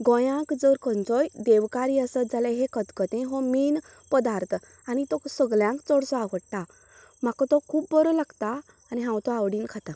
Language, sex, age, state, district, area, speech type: Goan Konkani, female, 30-45, Goa, Canacona, rural, spontaneous